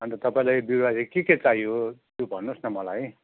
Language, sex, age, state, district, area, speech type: Nepali, male, 45-60, West Bengal, Jalpaiguri, urban, conversation